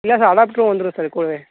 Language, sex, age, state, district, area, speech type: Tamil, male, 18-30, Tamil Nadu, Tiruvannamalai, rural, conversation